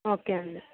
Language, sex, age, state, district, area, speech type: Telugu, female, 18-30, Andhra Pradesh, Krishna, rural, conversation